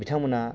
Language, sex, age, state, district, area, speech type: Bodo, male, 30-45, Assam, Baksa, rural, spontaneous